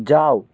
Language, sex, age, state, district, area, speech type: Bengali, male, 45-60, West Bengal, Purba Medinipur, rural, read